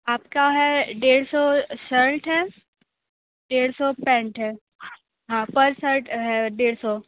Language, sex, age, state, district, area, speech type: Hindi, female, 30-45, Uttar Pradesh, Sonbhadra, rural, conversation